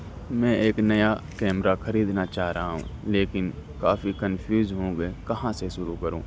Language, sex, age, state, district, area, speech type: Urdu, male, 30-45, Delhi, North East Delhi, urban, spontaneous